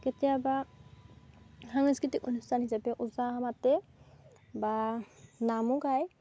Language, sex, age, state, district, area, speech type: Assamese, female, 30-45, Assam, Darrang, rural, spontaneous